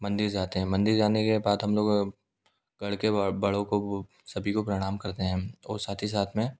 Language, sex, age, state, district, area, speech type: Hindi, male, 18-30, Madhya Pradesh, Indore, urban, spontaneous